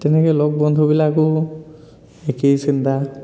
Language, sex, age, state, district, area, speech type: Assamese, male, 18-30, Assam, Dhemaji, urban, spontaneous